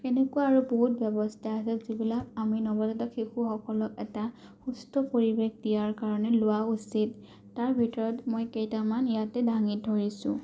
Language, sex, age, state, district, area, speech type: Assamese, female, 18-30, Assam, Morigaon, rural, spontaneous